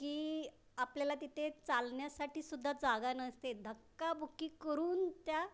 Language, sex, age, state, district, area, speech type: Marathi, female, 30-45, Maharashtra, Raigad, rural, spontaneous